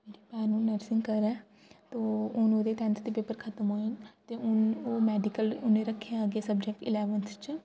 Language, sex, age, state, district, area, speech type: Dogri, female, 18-30, Jammu and Kashmir, Jammu, rural, spontaneous